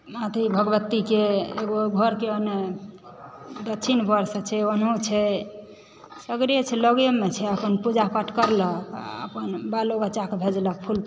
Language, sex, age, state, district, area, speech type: Maithili, female, 30-45, Bihar, Supaul, rural, spontaneous